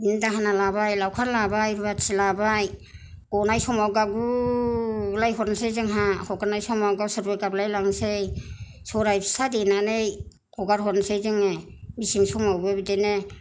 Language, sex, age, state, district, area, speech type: Bodo, female, 60+, Assam, Kokrajhar, rural, spontaneous